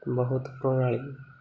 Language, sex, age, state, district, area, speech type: Odia, male, 18-30, Odisha, Koraput, urban, spontaneous